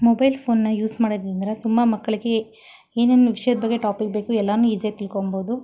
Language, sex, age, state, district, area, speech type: Kannada, female, 45-60, Karnataka, Mysore, rural, spontaneous